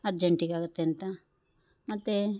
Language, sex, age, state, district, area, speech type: Kannada, female, 30-45, Karnataka, Chikkamagaluru, rural, spontaneous